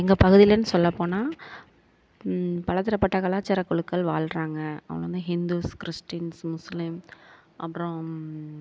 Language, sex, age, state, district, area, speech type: Tamil, female, 45-60, Tamil Nadu, Thanjavur, rural, spontaneous